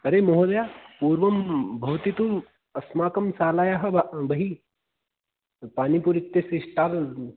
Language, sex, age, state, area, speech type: Sanskrit, male, 18-30, Rajasthan, rural, conversation